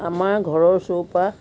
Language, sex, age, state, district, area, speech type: Assamese, female, 60+, Assam, Biswanath, rural, spontaneous